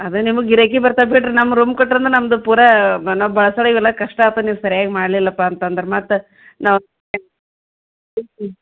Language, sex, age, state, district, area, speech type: Kannada, female, 45-60, Karnataka, Gulbarga, urban, conversation